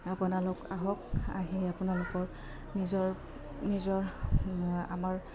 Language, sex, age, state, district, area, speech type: Assamese, female, 30-45, Assam, Udalguri, rural, spontaneous